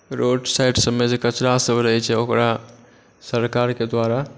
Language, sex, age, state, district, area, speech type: Maithili, male, 18-30, Bihar, Supaul, rural, spontaneous